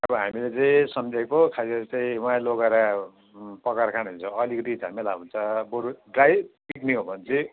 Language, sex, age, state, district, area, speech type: Nepali, male, 45-60, West Bengal, Jalpaiguri, urban, conversation